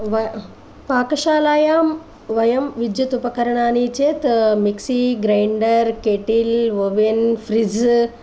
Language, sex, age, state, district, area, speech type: Sanskrit, female, 45-60, Andhra Pradesh, Guntur, urban, spontaneous